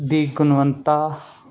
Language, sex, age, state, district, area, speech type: Punjabi, male, 30-45, Punjab, Ludhiana, urban, spontaneous